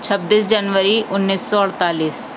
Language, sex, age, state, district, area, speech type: Urdu, female, 18-30, Delhi, South Delhi, urban, spontaneous